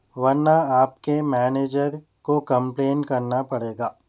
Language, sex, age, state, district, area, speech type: Urdu, male, 30-45, Telangana, Hyderabad, urban, spontaneous